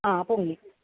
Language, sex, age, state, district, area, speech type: Malayalam, female, 60+, Kerala, Alappuzha, rural, conversation